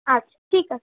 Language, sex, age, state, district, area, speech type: Bengali, female, 60+, West Bengal, Purulia, urban, conversation